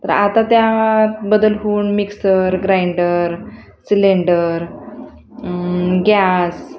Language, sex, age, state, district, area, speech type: Marathi, female, 45-60, Maharashtra, Osmanabad, rural, spontaneous